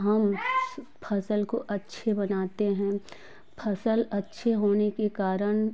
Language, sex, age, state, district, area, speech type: Hindi, female, 30-45, Uttar Pradesh, Prayagraj, rural, spontaneous